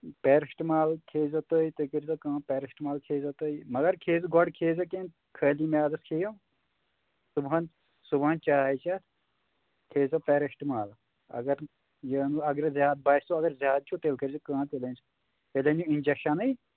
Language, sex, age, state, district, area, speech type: Kashmiri, male, 18-30, Jammu and Kashmir, Anantnag, rural, conversation